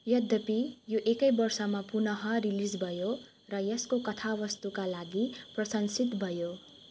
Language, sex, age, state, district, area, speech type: Nepali, female, 18-30, West Bengal, Darjeeling, rural, read